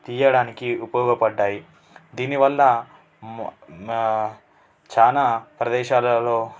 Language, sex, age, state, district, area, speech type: Telugu, male, 18-30, Telangana, Nalgonda, urban, spontaneous